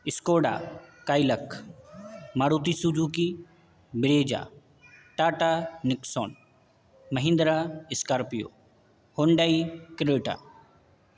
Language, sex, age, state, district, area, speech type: Urdu, male, 18-30, Bihar, Gaya, urban, spontaneous